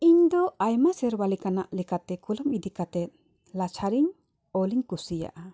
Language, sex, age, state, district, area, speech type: Santali, female, 45-60, Jharkhand, Bokaro, rural, spontaneous